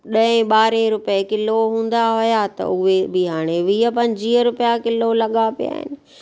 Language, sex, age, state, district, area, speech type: Sindhi, female, 45-60, Maharashtra, Thane, urban, spontaneous